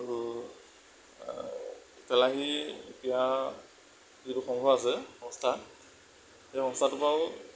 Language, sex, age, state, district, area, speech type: Assamese, male, 30-45, Assam, Lakhimpur, rural, spontaneous